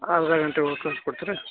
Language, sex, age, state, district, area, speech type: Kannada, male, 60+, Karnataka, Gadag, rural, conversation